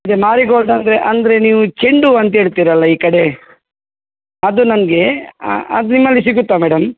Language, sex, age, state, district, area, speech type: Kannada, male, 45-60, Karnataka, Udupi, rural, conversation